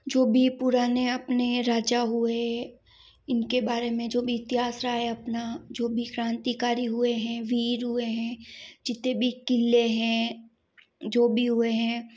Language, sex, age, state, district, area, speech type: Hindi, female, 45-60, Rajasthan, Jodhpur, urban, spontaneous